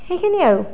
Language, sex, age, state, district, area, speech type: Assamese, female, 18-30, Assam, Nalbari, rural, spontaneous